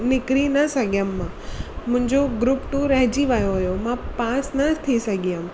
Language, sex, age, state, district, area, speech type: Sindhi, female, 18-30, Gujarat, Surat, urban, spontaneous